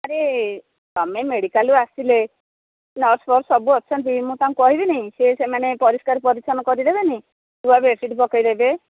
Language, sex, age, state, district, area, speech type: Odia, female, 45-60, Odisha, Angul, rural, conversation